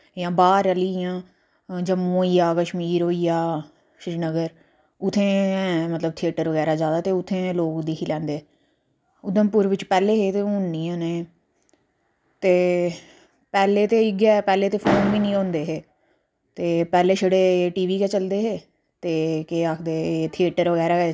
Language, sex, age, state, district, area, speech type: Dogri, female, 45-60, Jammu and Kashmir, Udhampur, urban, spontaneous